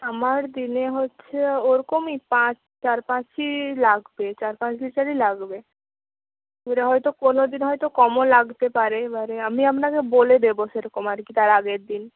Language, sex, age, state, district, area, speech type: Bengali, female, 18-30, West Bengal, Bankura, rural, conversation